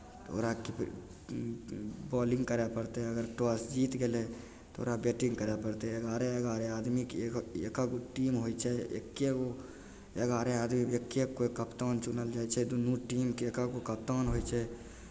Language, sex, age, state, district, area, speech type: Maithili, male, 18-30, Bihar, Begusarai, rural, spontaneous